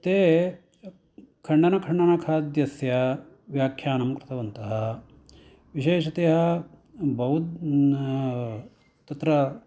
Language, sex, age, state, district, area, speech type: Sanskrit, male, 60+, Karnataka, Uttara Kannada, rural, spontaneous